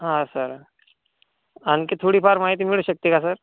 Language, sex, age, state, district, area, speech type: Marathi, male, 18-30, Maharashtra, Washim, rural, conversation